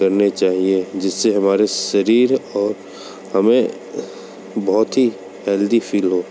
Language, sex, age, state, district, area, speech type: Hindi, male, 30-45, Uttar Pradesh, Sonbhadra, rural, spontaneous